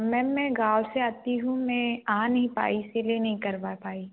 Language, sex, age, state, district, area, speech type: Hindi, female, 18-30, Madhya Pradesh, Betul, urban, conversation